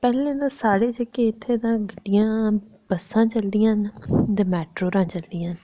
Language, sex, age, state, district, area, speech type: Dogri, female, 30-45, Jammu and Kashmir, Reasi, rural, spontaneous